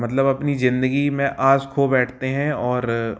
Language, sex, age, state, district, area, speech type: Hindi, male, 30-45, Madhya Pradesh, Jabalpur, urban, spontaneous